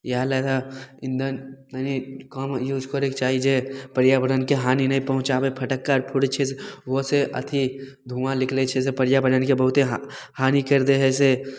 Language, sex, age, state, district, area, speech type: Maithili, male, 18-30, Bihar, Samastipur, rural, spontaneous